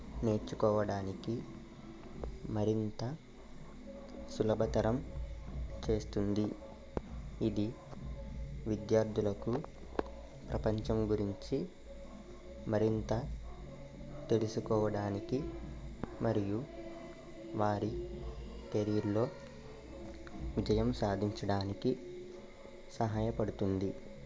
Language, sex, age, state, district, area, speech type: Telugu, male, 45-60, Andhra Pradesh, Eluru, urban, spontaneous